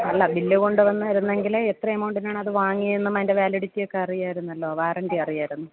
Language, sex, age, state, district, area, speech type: Malayalam, female, 30-45, Kerala, Thiruvananthapuram, urban, conversation